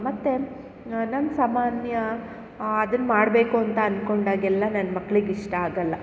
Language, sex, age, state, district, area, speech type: Kannada, female, 30-45, Karnataka, Chamarajanagar, rural, spontaneous